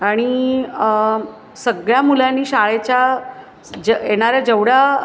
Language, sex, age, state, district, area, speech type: Marathi, female, 30-45, Maharashtra, Thane, urban, spontaneous